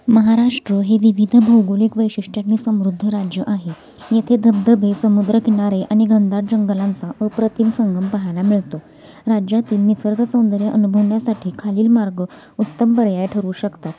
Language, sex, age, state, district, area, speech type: Marathi, female, 18-30, Maharashtra, Kolhapur, urban, spontaneous